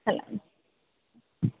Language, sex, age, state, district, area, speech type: Odia, female, 45-60, Odisha, Sambalpur, rural, conversation